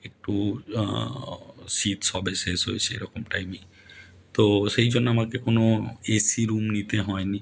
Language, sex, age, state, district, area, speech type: Bengali, male, 30-45, West Bengal, Howrah, urban, spontaneous